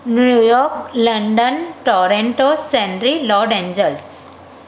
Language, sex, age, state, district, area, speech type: Sindhi, female, 18-30, Gujarat, Surat, urban, spontaneous